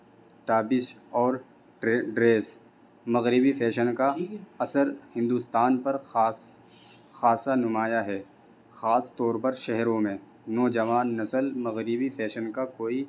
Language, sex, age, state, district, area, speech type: Urdu, male, 18-30, Delhi, North East Delhi, urban, spontaneous